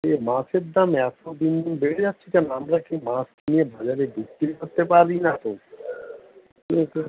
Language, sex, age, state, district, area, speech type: Bengali, male, 60+, West Bengal, Howrah, urban, conversation